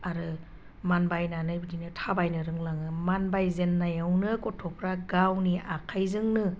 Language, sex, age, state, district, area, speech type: Bodo, female, 30-45, Assam, Chirang, rural, spontaneous